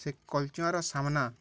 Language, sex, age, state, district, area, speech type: Odia, male, 18-30, Odisha, Balangir, urban, spontaneous